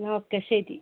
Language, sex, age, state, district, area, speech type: Malayalam, female, 45-60, Kerala, Malappuram, rural, conversation